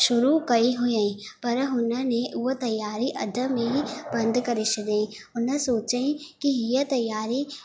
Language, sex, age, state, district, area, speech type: Sindhi, female, 18-30, Madhya Pradesh, Katni, rural, spontaneous